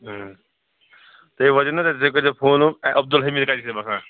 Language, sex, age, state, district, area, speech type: Kashmiri, male, 30-45, Jammu and Kashmir, Srinagar, urban, conversation